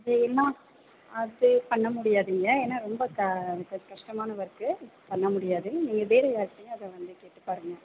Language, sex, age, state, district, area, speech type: Tamil, female, 30-45, Tamil Nadu, Pudukkottai, rural, conversation